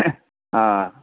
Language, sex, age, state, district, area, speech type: Dogri, male, 30-45, Jammu and Kashmir, Reasi, rural, conversation